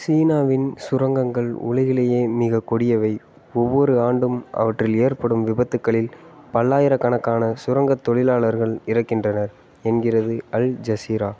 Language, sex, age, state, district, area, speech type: Tamil, male, 18-30, Tamil Nadu, Ariyalur, rural, read